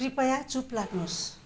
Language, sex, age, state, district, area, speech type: Nepali, female, 60+, West Bengal, Darjeeling, rural, read